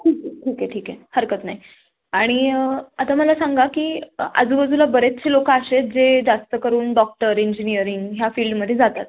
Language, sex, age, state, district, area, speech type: Marathi, female, 18-30, Maharashtra, Pune, urban, conversation